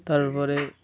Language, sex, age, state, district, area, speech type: Bengali, male, 18-30, West Bengal, Uttar Dinajpur, urban, spontaneous